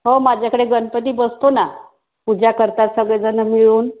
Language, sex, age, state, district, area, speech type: Marathi, female, 30-45, Maharashtra, Wardha, rural, conversation